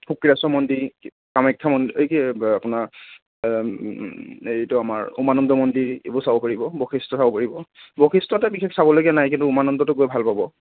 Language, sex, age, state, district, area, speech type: Assamese, male, 45-60, Assam, Nagaon, rural, conversation